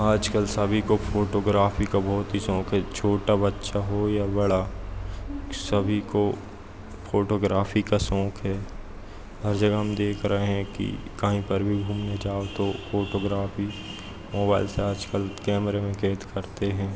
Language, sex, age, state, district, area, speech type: Hindi, male, 18-30, Madhya Pradesh, Hoshangabad, rural, spontaneous